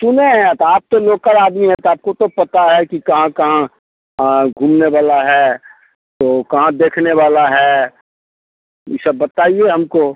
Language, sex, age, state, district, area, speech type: Hindi, male, 60+, Bihar, Begusarai, rural, conversation